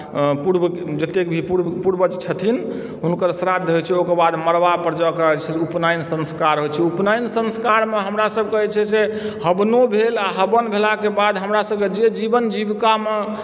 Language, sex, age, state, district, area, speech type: Maithili, male, 45-60, Bihar, Supaul, rural, spontaneous